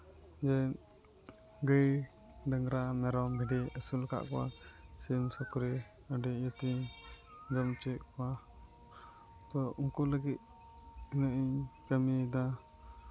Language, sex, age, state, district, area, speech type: Santali, male, 18-30, West Bengal, Uttar Dinajpur, rural, spontaneous